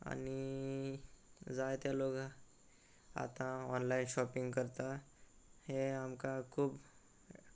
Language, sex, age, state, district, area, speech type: Goan Konkani, male, 18-30, Goa, Salcete, rural, spontaneous